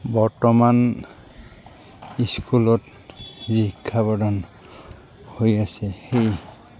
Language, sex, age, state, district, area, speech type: Assamese, male, 45-60, Assam, Goalpara, urban, spontaneous